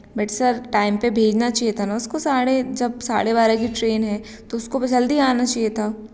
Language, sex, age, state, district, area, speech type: Hindi, female, 18-30, Madhya Pradesh, Hoshangabad, rural, spontaneous